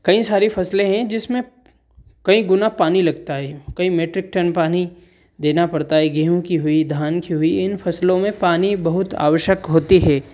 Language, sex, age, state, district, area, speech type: Hindi, male, 18-30, Madhya Pradesh, Ujjain, urban, spontaneous